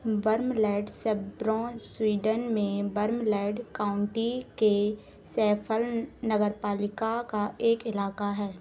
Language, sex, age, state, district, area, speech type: Hindi, female, 18-30, Madhya Pradesh, Narsinghpur, rural, read